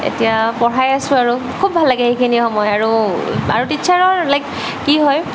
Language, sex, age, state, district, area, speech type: Assamese, female, 30-45, Assam, Barpeta, urban, spontaneous